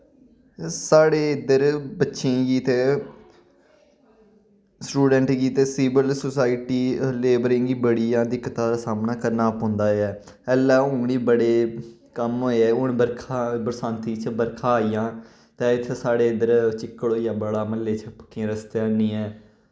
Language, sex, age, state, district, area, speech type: Dogri, male, 18-30, Jammu and Kashmir, Kathua, rural, spontaneous